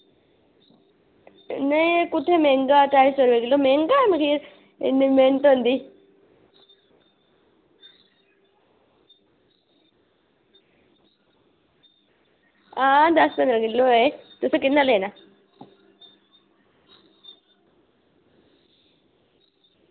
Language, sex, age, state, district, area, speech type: Dogri, female, 18-30, Jammu and Kashmir, Reasi, rural, conversation